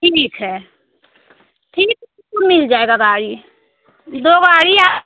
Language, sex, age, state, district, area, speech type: Hindi, female, 45-60, Uttar Pradesh, Prayagraj, rural, conversation